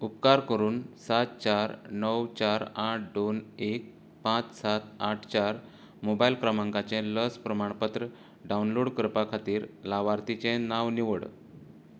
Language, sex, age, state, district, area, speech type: Goan Konkani, male, 30-45, Goa, Canacona, rural, read